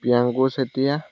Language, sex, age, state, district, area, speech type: Assamese, male, 18-30, Assam, Lakhimpur, rural, spontaneous